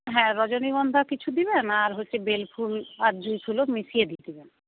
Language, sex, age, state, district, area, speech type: Bengali, female, 45-60, West Bengal, Paschim Medinipur, rural, conversation